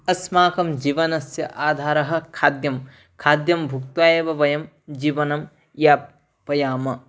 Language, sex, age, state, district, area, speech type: Sanskrit, male, 18-30, Odisha, Bargarh, rural, spontaneous